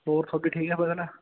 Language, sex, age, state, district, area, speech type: Punjabi, male, 18-30, Punjab, Patiala, urban, conversation